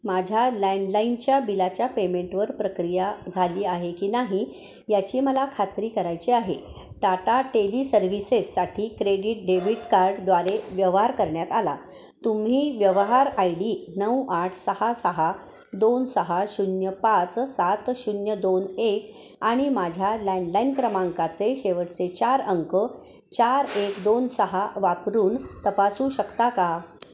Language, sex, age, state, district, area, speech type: Marathi, female, 60+, Maharashtra, Kolhapur, urban, read